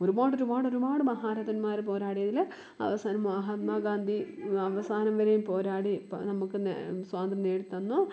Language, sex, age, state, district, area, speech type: Malayalam, female, 30-45, Kerala, Kollam, rural, spontaneous